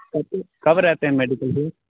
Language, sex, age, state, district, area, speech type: Urdu, male, 18-30, Bihar, Khagaria, rural, conversation